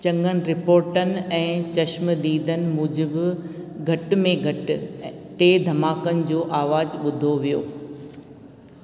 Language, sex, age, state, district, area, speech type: Sindhi, female, 45-60, Rajasthan, Ajmer, urban, read